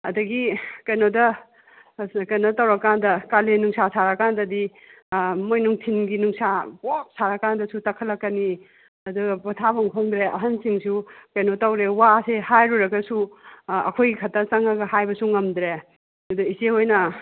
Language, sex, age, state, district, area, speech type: Manipuri, female, 45-60, Manipur, Kakching, rural, conversation